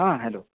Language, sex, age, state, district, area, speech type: Marathi, male, 30-45, Maharashtra, Nashik, urban, conversation